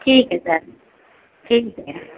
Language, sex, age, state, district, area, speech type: Hindi, female, 45-60, Uttar Pradesh, Azamgarh, rural, conversation